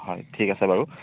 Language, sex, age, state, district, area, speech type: Assamese, male, 30-45, Assam, Biswanath, rural, conversation